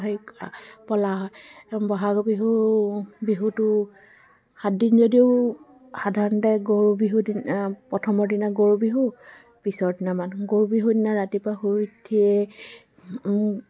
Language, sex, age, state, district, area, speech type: Assamese, female, 45-60, Assam, Dibrugarh, rural, spontaneous